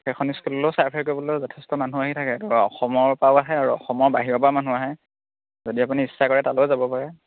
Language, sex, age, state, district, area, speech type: Assamese, male, 18-30, Assam, Dhemaji, urban, conversation